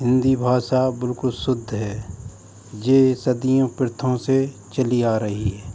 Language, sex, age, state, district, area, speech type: Hindi, male, 45-60, Madhya Pradesh, Hoshangabad, urban, spontaneous